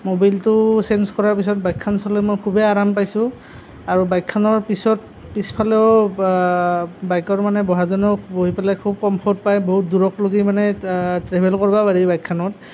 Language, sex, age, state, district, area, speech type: Assamese, male, 30-45, Assam, Nalbari, rural, spontaneous